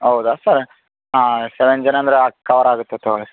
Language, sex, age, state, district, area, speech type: Kannada, male, 30-45, Karnataka, Raichur, rural, conversation